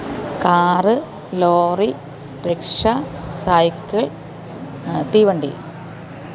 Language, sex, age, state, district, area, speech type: Malayalam, female, 45-60, Kerala, Alappuzha, urban, spontaneous